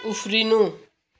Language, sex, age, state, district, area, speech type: Nepali, female, 60+, West Bengal, Kalimpong, rural, read